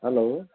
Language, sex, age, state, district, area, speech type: Nepali, male, 45-60, West Bengal, Kalimpong, rural, conversation